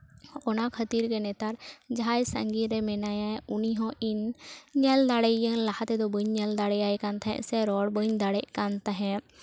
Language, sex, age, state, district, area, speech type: Santali, female, 18-30, West Bengal, Bankura, rural, spontaneous